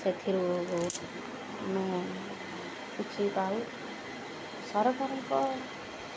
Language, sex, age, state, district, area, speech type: Odia, female, 30-45, Odisha, Jagatsinghpur, rural, spontaneous